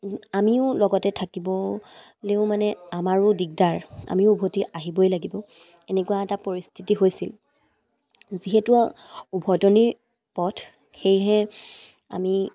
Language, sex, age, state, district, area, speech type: Assamese, female, 18-30, Assam, Dibrugarh, rural, spontaneous